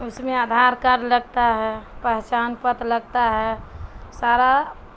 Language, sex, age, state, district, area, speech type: Urdu, female, 60+, Bihar, Darbhanga, rural, spontaneous